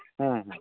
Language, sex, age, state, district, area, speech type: Santali, male, 45-60, West Bengal, Birbhum, rural, conversation